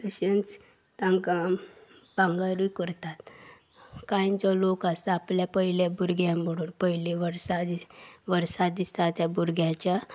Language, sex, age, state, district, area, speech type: Goan Konkani, female, 18-30, Goa, Salcete, urban, spontaneous